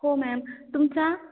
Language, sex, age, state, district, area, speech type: Marathi, female, 18-30, Maharashtra, Ahmednagar, rural, conversation